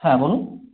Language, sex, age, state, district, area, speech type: Bengali, male, 18-30, West Bengal, Purulia, rural, conversation